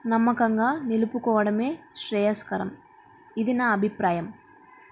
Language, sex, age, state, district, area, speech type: Telugu, female, 18-30, Andhra Pradesh, Nandyal, urban, spontaneous